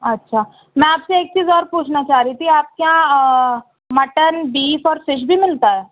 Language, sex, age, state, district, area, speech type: Urdu, female, 18-30, Uttar Pradesh, Balrampur, rural, conversation